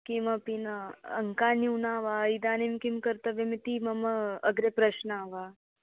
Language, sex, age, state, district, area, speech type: Sanskrit, female, 18-30, Maharashtra, Wardha, urban, conversation